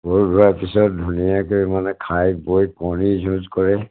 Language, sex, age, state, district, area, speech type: Assamese, male, 60+, Assam, Charaideo, rural, conversation